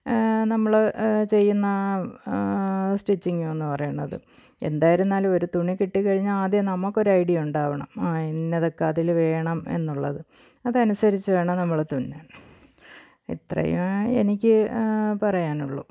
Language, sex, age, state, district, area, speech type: Malayalam, female, 45-60, Kerala, Thiruvananthapuram, rural, spontaneous